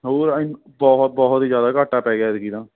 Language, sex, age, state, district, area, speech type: Punjabi, male, 18-30, Punjab, Patiala, urban, conversation